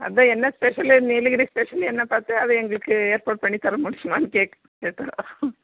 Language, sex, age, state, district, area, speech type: Tamil, female, 60+, Tamil Nadu, Nilgiris, rural, conversation